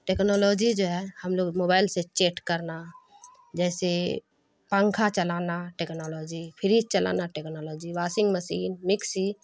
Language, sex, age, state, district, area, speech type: Urdu, female, 30-45, Bihar, Khagaria, rural, spontaneous